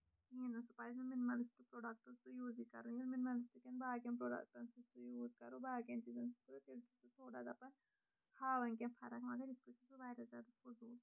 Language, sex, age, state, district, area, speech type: Kashmiri, female, 30-45, Jammu and Kashmir, Shopian, urban, spontaneous